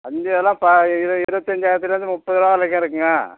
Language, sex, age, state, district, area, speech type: Tamil, male, 60+, Tamil Nadu, Ariyalur, rural, conversation